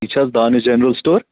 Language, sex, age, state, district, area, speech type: Kashmiri, male, 18-30, Jammu and Kashmir, Anantnag, urban, conversation